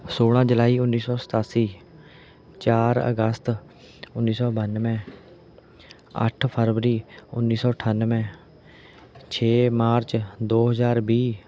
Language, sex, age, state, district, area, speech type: Punjabi, male, 30-45, Punjab, Rupnagar, rural, spontaneous